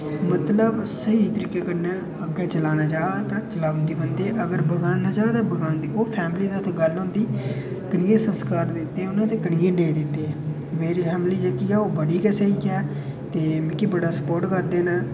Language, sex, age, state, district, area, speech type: Dogri, male, 18-30, Jammu and Kashmir, Udhampur, rural, spontaneous